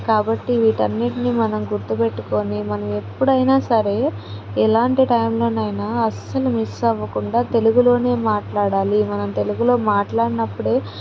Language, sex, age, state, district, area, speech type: Telugu, female, 30-45, Andhra Pradesh, Palnadu, rural, spontaneous